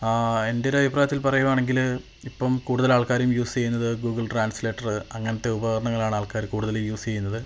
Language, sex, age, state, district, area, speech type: Malayalam, male, 18-30, Kerala, Idukki, rural, spontaneous